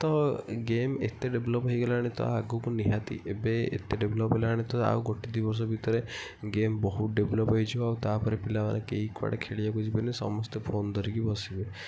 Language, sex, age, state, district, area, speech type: Odia, female, 18-30, Odisha, Kendujhar, urban, spontaneous